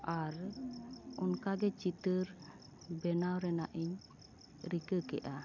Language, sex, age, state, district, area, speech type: Santali, female, 45-60, West Bengal, Paschim Bardhaman, urban, spontaneous